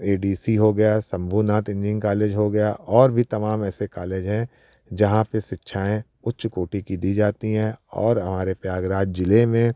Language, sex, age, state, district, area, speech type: Hindi, male, 45-60, Uttar Pradesh, Prayagraj, urban, spontaneous